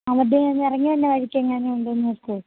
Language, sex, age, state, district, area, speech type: Malayalam, female, 18-30, Kerala, Idukki, rural, conversation